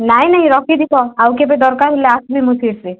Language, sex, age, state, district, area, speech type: Odia, female, 18-30, Odisha, Kalahandi, rural, conversation